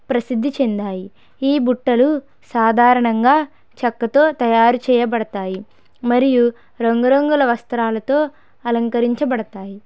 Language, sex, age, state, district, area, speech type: Telugu, female, 30-45, Andhra Pradesh, Konaseema, rural, spontaneous